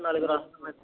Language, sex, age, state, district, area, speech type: Telugu, male, 18-30, Andhra Pradesh, East Godavari, urban, conversation